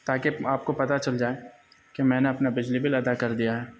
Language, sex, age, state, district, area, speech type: Urdu, male, 30-45, Delhi, North East Delhi, urban, spontaneous